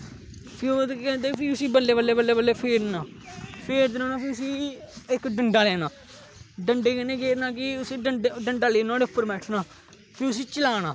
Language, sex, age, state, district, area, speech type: Dogri, male, 18-30, Jammu and Kashmir, Kathua, rural, spontaneous